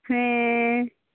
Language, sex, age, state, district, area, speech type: Santali, female, 30-45, Jharkhand, Pakur, rural, conversation